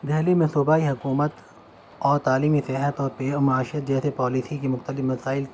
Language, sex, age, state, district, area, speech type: Urdu, male, 18-30, Delhi, Central Delhi, urban, spontaneous